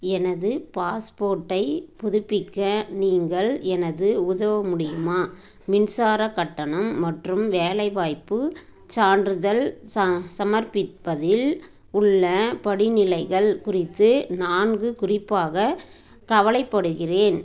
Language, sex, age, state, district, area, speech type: Tamil, female, 30-45, Tamil Nadu, Tirupattur, rural, read